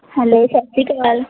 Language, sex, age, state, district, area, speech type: Punjabi, female, 18-30, Punjab, Pathankot, urban, conversation